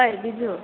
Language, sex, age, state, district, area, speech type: Bodo, female, 18-30, Assam, Chirang, rural, conversation